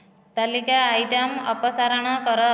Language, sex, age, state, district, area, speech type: Odia, female, 30-45, Odisha, Nayagarh, rural, read